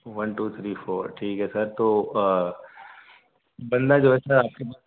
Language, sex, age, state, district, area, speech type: Urdu, male, 30-45, Delhi, South Delhi, urban, conversation